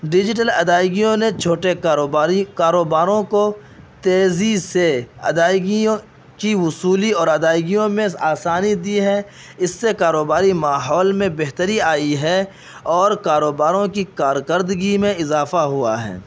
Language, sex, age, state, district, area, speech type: Urdu, male, 18-30, Uttar Pradesh, Saharanpur, urban, spontaneous